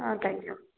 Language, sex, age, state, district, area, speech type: Kannada, female, 18-30, Karnataka, Hassan, rural, conversation